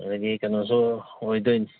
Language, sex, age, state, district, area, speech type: Manipuri, male, 60+, Manipur, Kangpokpi, urban, conversation